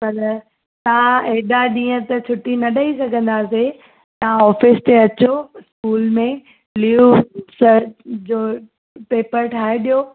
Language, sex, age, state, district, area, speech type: Sindhi, female, 18-30, Gujarat, Surat, urban, conversation